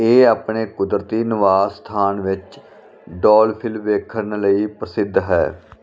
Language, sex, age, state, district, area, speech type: Punjabi, male, 45-60, Punjab, Firozpur, rural, read